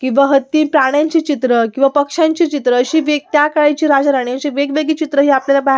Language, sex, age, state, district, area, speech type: Marathi, female, 18-30, Maharashtra, Sindhudurg, urban, spontaneous